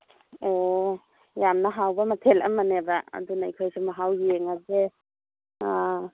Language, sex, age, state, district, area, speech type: Manipuri, female, 45-60, Manipur, Churachandpur, urban, conversation